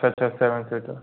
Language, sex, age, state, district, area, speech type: Hindi, male, 18-30, Madhya Pradesh, Bhopal, urban, conversation